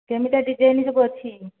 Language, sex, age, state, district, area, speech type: Odia, female, 30-45, Odisha, Dhenkanal, rural, conversation